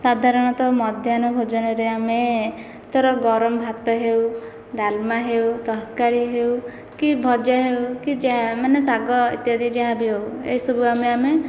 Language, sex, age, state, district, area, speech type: Odia, female, 18-30, Odisha, Khordha, rural, spontaneous